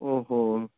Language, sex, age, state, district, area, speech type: Urdu, male, 30-45, Uttar Pradesh, Muzaffarnagar, urban, conversation